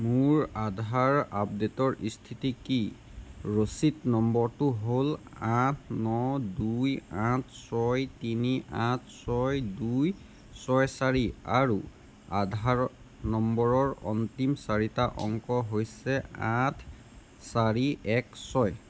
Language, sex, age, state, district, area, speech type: Assamese, male, 18-30, Assam, Jorhat, urban, read